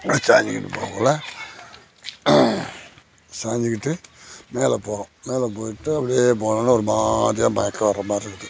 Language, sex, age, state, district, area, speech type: Tamil, male, 60+, Tamil Nadu, Kallakurichi, urban, spontaneous